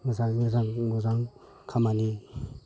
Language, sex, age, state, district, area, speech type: Bodo, male, 45-60, Assam, Kokrajhar, urban, spontaneous